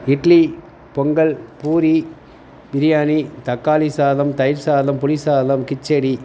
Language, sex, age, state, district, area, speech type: Tamil, male, 45-60, Tamil Nadu, Tiruvannamalai, rural, spontaneous